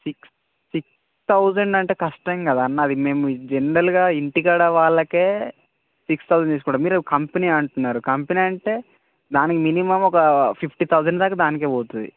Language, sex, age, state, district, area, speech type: Telugu, male, 18-30, Telangana, Mancherial, rural, conversation